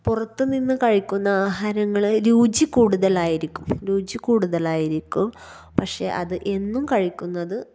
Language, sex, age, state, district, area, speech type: Malayalam, female, 30-45, Kerala, Kasaragod, rural, spontaneous